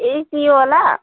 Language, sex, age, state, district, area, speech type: Nepali, female, 18-30, West Bengal, Alipurduar, urban, conversation